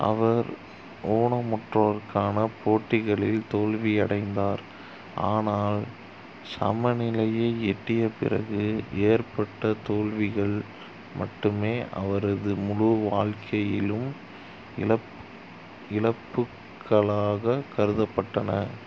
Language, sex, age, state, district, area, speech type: Tamil, male, 45-60, Tamil Nadu, Dharmapuri, rural, read